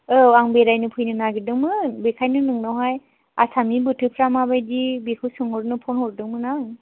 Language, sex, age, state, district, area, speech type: Bodo, female, 18-30, Assam, Chirang, rural, conversation